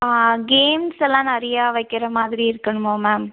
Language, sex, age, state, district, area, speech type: Tamil, female, 18-30, Tamil Nadu, Madurai, urban, conversation